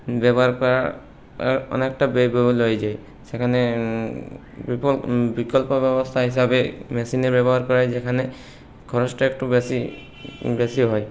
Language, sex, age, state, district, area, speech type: Bengali, male, 30-45, West Bengal, Purulia, urban, spontaneous